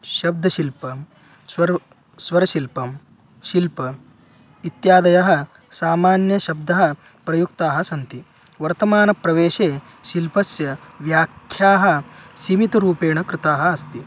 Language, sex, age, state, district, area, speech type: Sanskrit, male, 18-30, Maharashtra, Solapur, rural, spontaneous